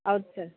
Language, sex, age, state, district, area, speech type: Kannada, female, 45-60, Karnataka, Mandya, rural, conversation